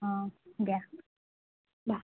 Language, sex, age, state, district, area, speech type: Assamese, female, 18-30, Assam, Barpeta, rural, conversation